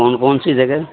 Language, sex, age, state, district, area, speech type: Urdu, male, 30-45, Delhi, Central Delhi, urban, conversation